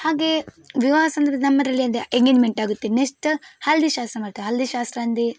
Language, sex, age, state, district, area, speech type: Kannada, female, 18-30, Karnataka, Udupi, rural, spontaneous